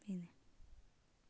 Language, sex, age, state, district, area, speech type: Bodo, female, 18-30, Assam, Baksa, rural, spontaneous